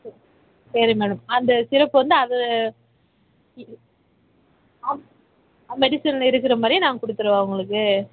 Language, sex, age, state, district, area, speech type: Tamil, female, 18-30, Tamil Nadu, Vellore, urban, conversation